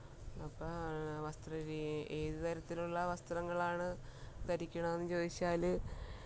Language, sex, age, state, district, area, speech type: Malayalam, female, 45-60, Kerala, Alappuzha, rural, spontaneous